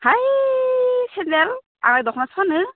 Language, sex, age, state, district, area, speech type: Bodo, female, 18-30, Assam, Udalguri, urban, conversation